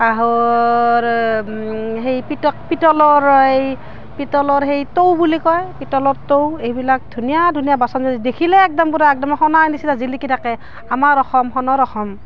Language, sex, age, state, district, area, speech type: Assamese, female, 30-45, Assam, Barpeta, rural, spontaneous